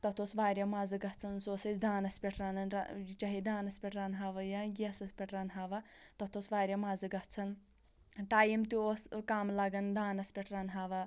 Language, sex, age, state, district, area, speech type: Kashmiri, female, 45-60, Jammu and Kashmir, Anantnag, rural, spontaneous